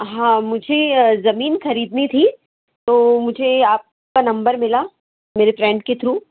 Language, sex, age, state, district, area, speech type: Hindi, female, 30-45, Madhya Pradesh, Jabalpur, urban, conversation